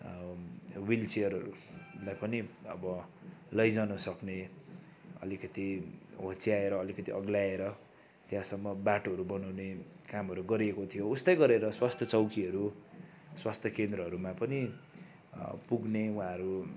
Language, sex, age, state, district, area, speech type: Nepali, male, 30-45, West Bengal, Darjeeling, rural, spontaneous